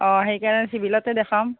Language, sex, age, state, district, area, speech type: Assamese, female, 30-45, Assam, Barpeta, rural, conversation